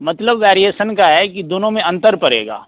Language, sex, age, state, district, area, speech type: Hindi, male, 18-30, Bihar, Darbhanga, rural, conversation